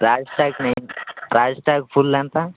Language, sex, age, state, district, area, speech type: Telugu, male, 18-30, Telangana, Khammam, rural, conversation